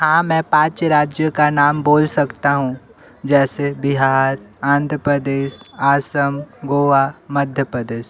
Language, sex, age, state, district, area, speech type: Hindi, male, 30-45, Uttar Pradesh, Sonbhadra, rural, spontaneous